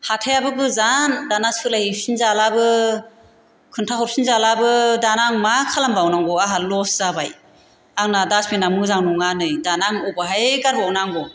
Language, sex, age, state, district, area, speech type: Bodo, female, 45-60, Assam, Chirang, rural, spontaneous